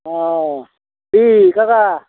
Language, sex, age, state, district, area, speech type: Bodo, male, 60+, Assam, Baksa, urban, conversation